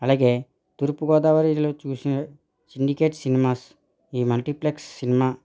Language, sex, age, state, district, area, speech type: Telugu, male, 30-45, Andhra Pradesh, East Godavari, rural, spontaneous